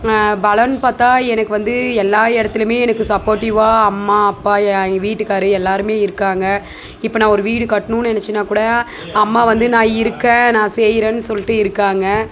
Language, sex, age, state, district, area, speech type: Tamil, female, 30-45, Tamil Nadu, Dharmapuri, rural, spontaneous